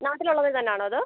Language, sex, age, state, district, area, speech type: Malayalam, male, 18-30, Kerala, Alappuzha, rural, conversation